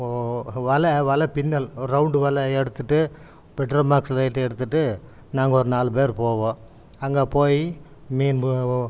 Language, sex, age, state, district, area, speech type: Tamil, male, 60+, Tamil Nadu, Coimbatore, urban, spontaneous